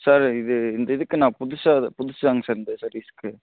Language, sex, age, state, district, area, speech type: Tamil, male, 18-30, Tamil Nadu, Tiruchirappalli, rural, conversation